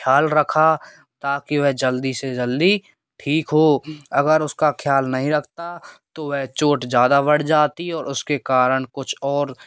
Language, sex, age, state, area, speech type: Hindi, male, 18-30, Rajasthan, rural, spontaneous